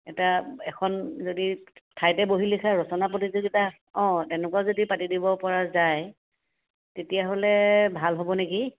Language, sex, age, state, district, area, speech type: Assamese, female, 45-60, Assam, Dhemaji, rural, conversation